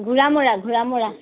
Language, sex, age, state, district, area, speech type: Assamese, female, 30-45, Assam, Dibrugarh, rural, conversation